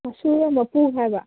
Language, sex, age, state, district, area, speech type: Manipuri, female, 30-45, Manipur, Kangpokpi, urban, conversation